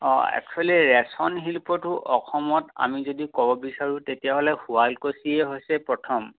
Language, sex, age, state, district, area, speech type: Assamese, male, 45-60, Assam, Dhemaji, rural, conversation